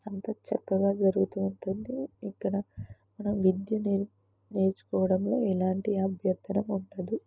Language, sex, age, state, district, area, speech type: Telugu, female, 18-30, Telangana, Mahabubabad, rural, spontaneous